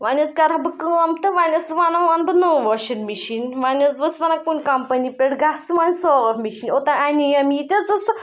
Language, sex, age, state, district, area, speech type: Kashmiri, female, 30-45, Jammu and Kashmir, Ganderbal, rural, spontaneous